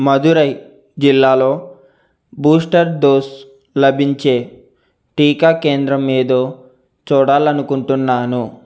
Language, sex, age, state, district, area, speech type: Telugu, male, 18-30, Andhra Pradesh, Konaseema, urban, read